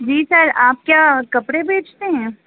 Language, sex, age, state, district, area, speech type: Urdu, female, 30-45, Uttar Pradesh, Rampur, urban, conversation